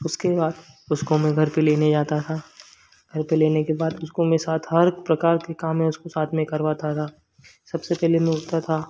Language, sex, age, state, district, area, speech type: Hindi, male, 18-30, Madhya Pradesh, Ujjain, rural, spontaneous